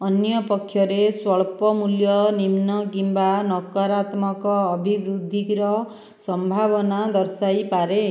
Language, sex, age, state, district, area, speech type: Odia, female, 60+, Odisha, Dhenkanal, rural, read